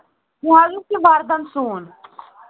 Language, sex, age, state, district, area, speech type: Kashmiri, male, 18-30, Jammu and Kashmir, Kulgam, rural, conversation